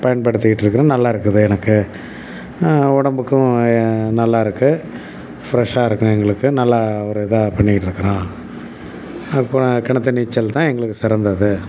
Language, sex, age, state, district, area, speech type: Tamil, male, 60+, Tamil Nadu, Tiruchirappalli, rural, spontaneous